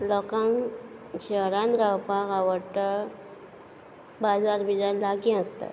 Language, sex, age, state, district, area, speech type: Goan Konkani, female, 45-60, Goa, Quepem, rural, spontaneous